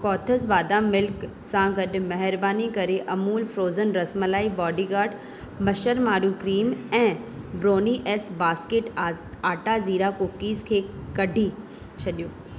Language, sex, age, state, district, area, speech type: Sindhi, female, 18-30, Madhya Pradesh, Katni, rural, read